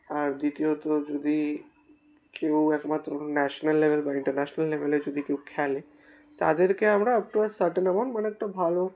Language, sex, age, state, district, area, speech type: Bengali, male, 18-30, West Bengal, Darjeeling, urban, spontaneous